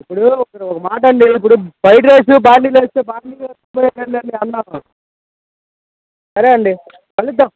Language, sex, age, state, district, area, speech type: Telugu, male, 18-30, Andhra Pradesh, Bapatla, rural, conversation